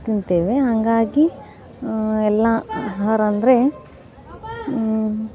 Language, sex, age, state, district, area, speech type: Kannada, female, 18-30, Karnataka, Gadag, rural, spontaneous